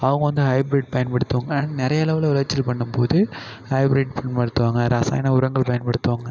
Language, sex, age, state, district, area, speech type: Tamil, male, 18-30, Tamil Nadu, Thanjavur, rural, spontaneous